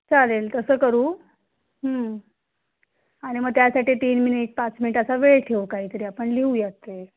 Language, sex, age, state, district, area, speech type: Marathi, female, 30-45, Maharashtra, Kolhapur, urban, conversation